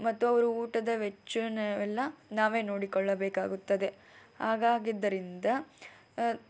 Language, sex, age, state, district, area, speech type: Kannada, female, 18-30, Karnataka, Tumkur, rural, spontaneous